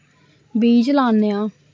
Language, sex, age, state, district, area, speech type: Dogri, female, 18-30, Jammu and Kashmir, Samba, rural, spontaneous